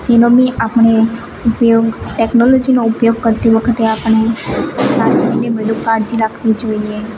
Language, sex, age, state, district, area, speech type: Gujarati, female, 18-30, Gujarat, Narmada, rural, spontaneous